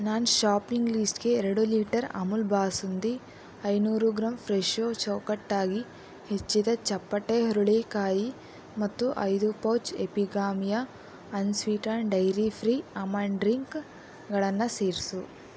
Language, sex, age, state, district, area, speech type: Kannada, female, 18-30, Karnataka, Chitradurga, urban, read